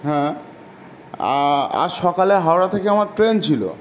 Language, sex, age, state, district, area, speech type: Bengali, male, 30-45, West Bengal, Howrah, urban, spontaneous